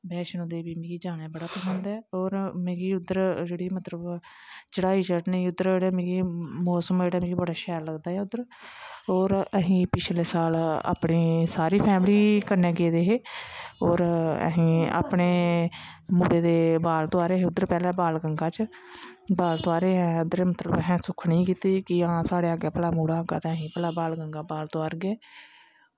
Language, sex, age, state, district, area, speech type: Dogri, female, 30-45, Jammu and Kashmir, Kathua, rural, spontaneous